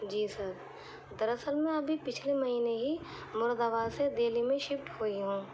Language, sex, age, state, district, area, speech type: Urdu, female, 18-30, Delhi, East Delhi, urban, spontaneous